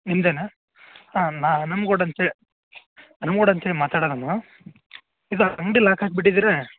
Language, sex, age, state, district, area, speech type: Kannada, male, 18-30, Karnataka, Koppal, rural, conversation